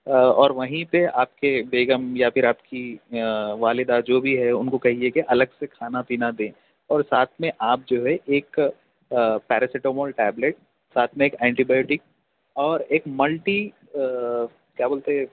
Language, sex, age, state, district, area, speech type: Urdu, male, 18-30, Telangana, Hyderabad, urban, conversation